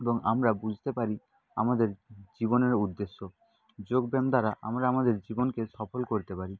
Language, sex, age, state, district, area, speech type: Bengali, male, 30-45, West Bengal, Nadia, rural, spontaneous